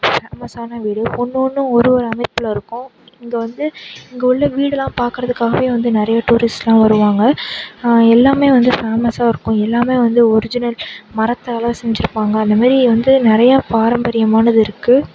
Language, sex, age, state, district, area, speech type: Tamil, female, 18-30, Tamil Nadu, Sivaganga, rural, spontaneous